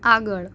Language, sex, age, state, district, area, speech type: Gujarati, female, 18-30, Gujarat, Surat, rural, read